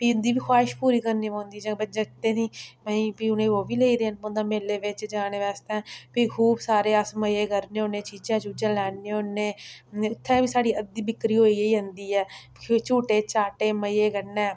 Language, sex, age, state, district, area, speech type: Dogri, female, 18-30, Jammu and Kashmir, Udhampur, rural, spontaneous